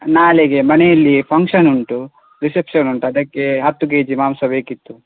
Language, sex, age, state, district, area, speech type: Kannada, male, 18-30, Karnataka, Chitradurga, rural, conversation